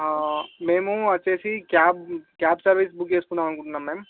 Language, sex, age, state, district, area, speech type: Telugu, male, 18-30, Andhra Pradesh, Srikakulam, urban, conversation